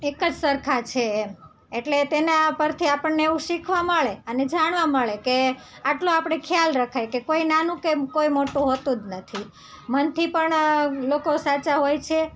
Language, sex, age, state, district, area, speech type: Gujarati, female, 30-45, Gujarat, Surat, rural, spontaneous